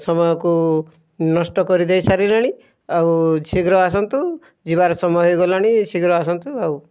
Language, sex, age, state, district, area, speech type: Odia, male, 30-45, Odisha, Kalahandi, rural, spontaneous